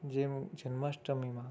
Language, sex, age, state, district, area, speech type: Gujarati, male, 30-45, Gujarat, Surat, urban, spontaneous